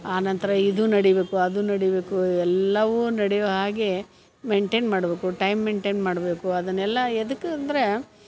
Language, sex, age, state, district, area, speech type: Kannada, female, 60+, Karnataka, Gadag, rural, spontaneous